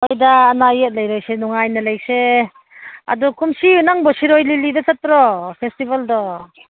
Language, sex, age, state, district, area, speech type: Manipuri, female, 45-60, Manipur, Ukhrul, rural, conversation